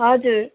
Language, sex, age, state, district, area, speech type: Nepali, female, 18-30, West Bengal, Kalimpong, rural, conversation